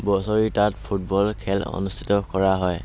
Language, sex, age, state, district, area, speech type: Assamese, male, 18-30, Assam, Dhemaji, rural, spontaneous